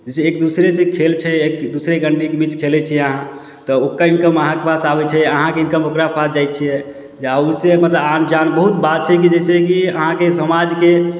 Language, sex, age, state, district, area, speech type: Maithili, male, 18-30, Bihar, Samastipur, urban, spontaneous